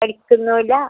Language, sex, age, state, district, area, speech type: Malayalam, female, 60+, Kerala, Kasaragod, rural, conversation